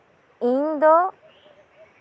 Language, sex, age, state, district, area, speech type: Santali, female, 30-45, West Bengal, Birbhum, rural, spontaneous